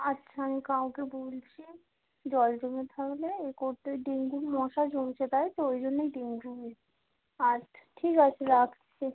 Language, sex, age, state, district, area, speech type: Bengali, female, 30-45, West Bengal, North 24 Parganas, urban, conversation